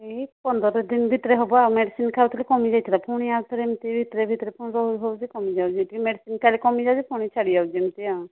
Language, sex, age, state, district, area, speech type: Odia, female, 45-60, Odisha, Angul, rural, conversation